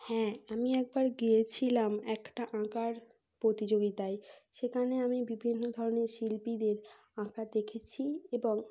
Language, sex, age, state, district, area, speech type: Bengali, female, 18-30, West Bengal, North 24 Parganas, urban, spontaneous